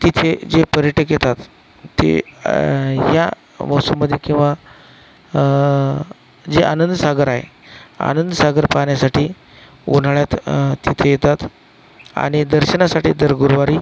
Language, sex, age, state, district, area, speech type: Marathi, male, 45-60, Maharashtra, Akola, rural, spontaneous